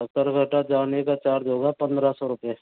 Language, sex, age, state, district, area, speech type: Hindi, male, 30-45, Rajasthan, Karauli, rural, conversation